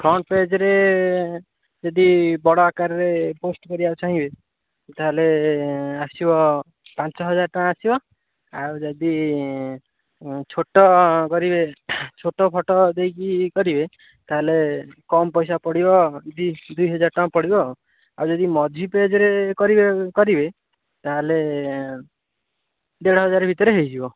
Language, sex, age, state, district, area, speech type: Odia, male, 18-30, Odisha, Jagatsinghpur, rural, conversation